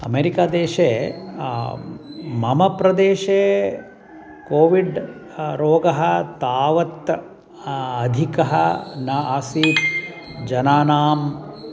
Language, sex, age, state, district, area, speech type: Sanskrit, male, 60+, Karnataka, Mysore, urban, spontaneous